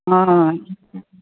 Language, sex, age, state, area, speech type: Goan Konkani, female, 45-60, Maharashtra, urban, conversation